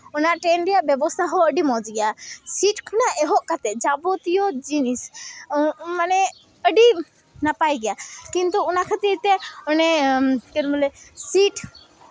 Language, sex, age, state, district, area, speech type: Santali, female, 18-30, West Bengal, Malda, rural, spontaneous